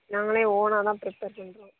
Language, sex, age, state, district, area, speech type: Tamil, female, 18-30, Tamil Nadu, Nagapattinam, urban, conversation